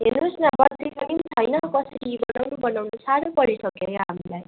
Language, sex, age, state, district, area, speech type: Nepali, female, 18-30, West Bengal, Darjeeling, rural, conversation